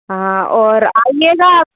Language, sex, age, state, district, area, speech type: Hindi, female, 45-60, Madhya Pradesh, Bhopal, urban, conversation